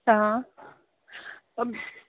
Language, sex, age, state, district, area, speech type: Kashmiri, female, 30-45, Jammu and Kashmir, Srinagar, urban, conversation